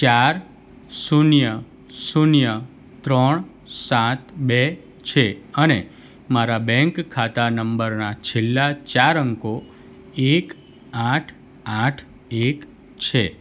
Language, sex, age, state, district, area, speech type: Gujarati, male, 45-60, Gujarat, Surat, rural, read